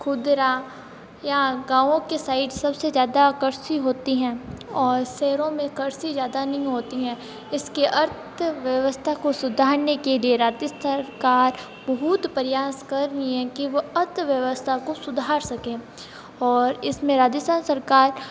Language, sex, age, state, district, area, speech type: Hindi, female, 18-30, Rajasthan, Jodhpur, urban, spontaneous